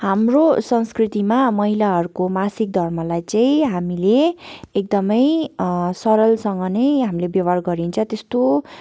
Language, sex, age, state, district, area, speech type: Nepali, female, 18-30, West Bengal, Darjeeling, rural, spontaneous